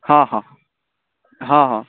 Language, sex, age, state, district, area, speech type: Maithili, male, 18-30, Bihar, Darbhanga, rural, conversation